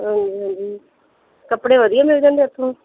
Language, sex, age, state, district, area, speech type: Punjabi, female, 30-45, Punjab, Gurdaspur, urban, conversation